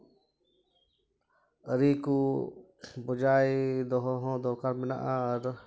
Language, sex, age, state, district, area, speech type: Santali, male, 30-45, West Bengal, Dakshin Dinajpur, rural, spontaneous